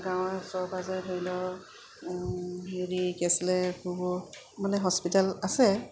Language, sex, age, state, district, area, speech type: Assamese, female, 30-45, Assam, Golaghat, urban, spontaneous